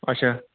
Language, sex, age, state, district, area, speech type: Kashmiri, male, 18-30, Jammu and Kashmir, Anantnag, rural, conversation